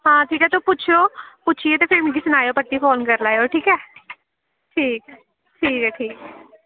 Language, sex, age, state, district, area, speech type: Dogri, female, 18-30, Jammu and Kashmir, Samba, rural, conversation